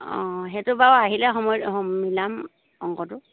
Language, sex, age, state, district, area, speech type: Assamese, female, 45-60, Assam, Sivasagar, rural, conversation